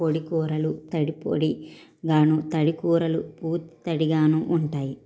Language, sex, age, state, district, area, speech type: Telugu, female, 45-60, Andhra Pradesh, N T Rama Rao, rural, spontaneous